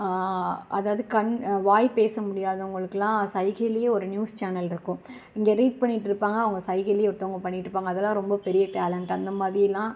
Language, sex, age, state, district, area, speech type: Tamil, female, 18-30, Tamil Nadu, Kanchipuram, urban, spontaneous